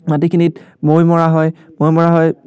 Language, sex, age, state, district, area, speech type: Assamese, male, 30-45, Assam, Biswanath, rural, spontaneous